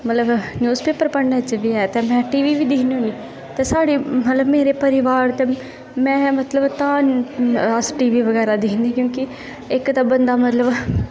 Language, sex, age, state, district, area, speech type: Dogri, female, 18-30, Jammu and Kashmir, Kathua, rural, spontaneous